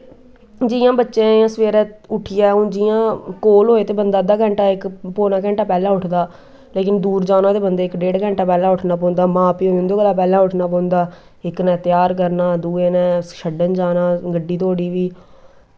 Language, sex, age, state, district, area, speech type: Dogri, female, 18-30, Jammu and Kashmir, Samba, rural, spontaneous